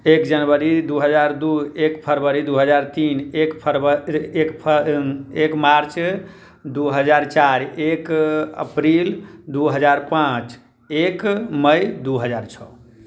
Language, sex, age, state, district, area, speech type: Hindi, male, 30-45, Bihar, Muzaffarpur, rural, spontaneous